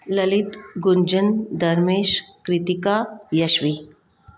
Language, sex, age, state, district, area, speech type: Sindhi, female, 30-45, Maharashtra, Mumbai Suburban, urban, spontaneous